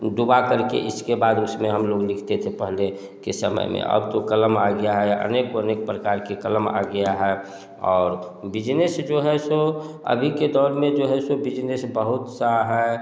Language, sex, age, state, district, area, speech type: Hindi, male, 45-60, Bihar, Samastipur, urban, spontaneous